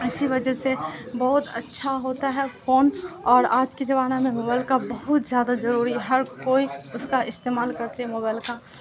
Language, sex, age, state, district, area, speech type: Urdu, female, 18-30, Bihar, Supaul, rural, spontaneous